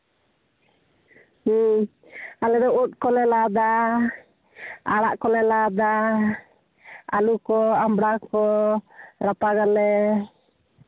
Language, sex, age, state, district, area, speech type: Santali, female, 30-45, West Bengal, Jhargram, rural, conversation